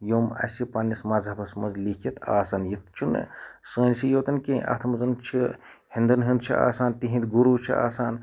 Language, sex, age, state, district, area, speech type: Kashmiri, male, 30-45, Jammu and Kashmir, Ganderbal, rural, spontaneous